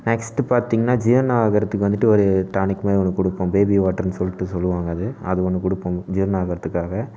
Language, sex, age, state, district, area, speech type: Tamil, male, 18-30, Tamil Nadu, Erode, urban, spontaneous